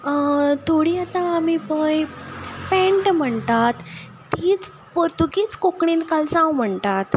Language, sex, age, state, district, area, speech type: Goan Konkani, female, 30-45, Goa, Ponda, rural, spontaneous